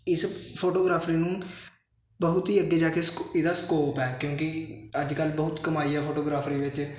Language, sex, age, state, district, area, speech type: Punjabi, male, 18-30, Punjab, Hoshiarpur, rural, spontaneous